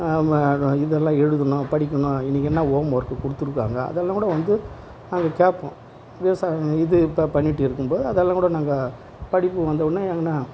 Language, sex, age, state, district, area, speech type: Tamil, male, 60+, Tamil Nadu, Tiruvarur, rural, spontaneous